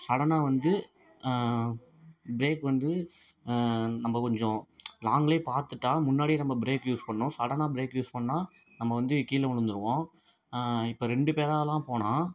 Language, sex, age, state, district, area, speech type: Tamil, male, 18-30, Tamil Nadu, Ariyalur, rural, spontaneous